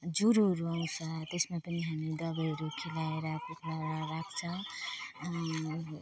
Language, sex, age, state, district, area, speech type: Nepali, female, 45-60, West Bengal, Alipurduar, rural, spontaneous